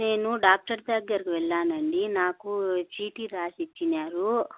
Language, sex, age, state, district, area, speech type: Telugu, female, 45-60, Andhra Pradesh, Annamaya, rural, conversation